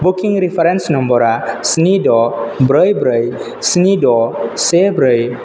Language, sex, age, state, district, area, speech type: Bodo, male, 18-30, Assam, Kokrajhar, rural, read